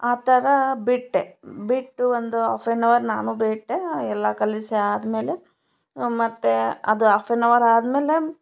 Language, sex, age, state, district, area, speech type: Kannada, female, 30-45, Karnataka, Koppal, rural, spontaneous